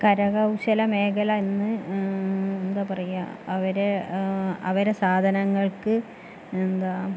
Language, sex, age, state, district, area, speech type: Malayalam, female, 18-30, Kerala, Kozhikode, urban, spontaneous